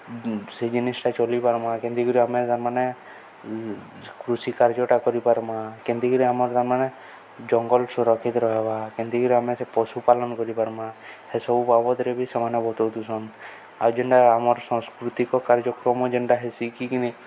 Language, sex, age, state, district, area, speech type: Odia, male, 18-30, Odisha, Balangir, urban, spontaneous